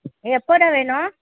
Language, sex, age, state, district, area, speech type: Tamil, female, 30-45, Tamil Nadu, Erode, rural, conversation